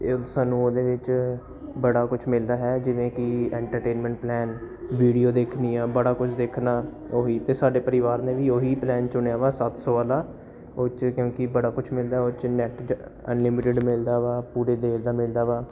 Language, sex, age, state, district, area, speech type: Punjabi, male, 18-30, Punjab, Jalandhar, urban, spontaneous